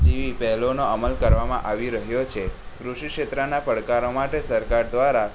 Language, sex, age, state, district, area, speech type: Gujarati, male, 18-30, Gujarat, Kheda, rural, spontaneous